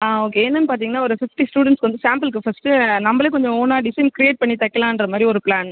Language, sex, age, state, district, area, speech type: Tamil, female, 18-30, Tamil Nadu, Viluppuram, rural, conversation